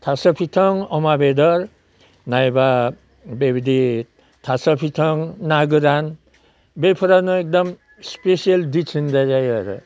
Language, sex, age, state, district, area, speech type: Bodo, male, 60+, Assam, Udalguri, rural, spontaneous